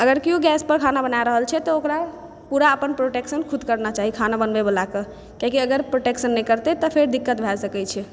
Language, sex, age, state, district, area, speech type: Maithili, female, 30-45, Bihar, Supaul, urban, spontaneous